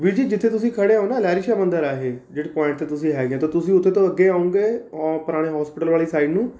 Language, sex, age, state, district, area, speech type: Punjabi, male, 30-45, Punjab, Rupnagar, urban, spontaneous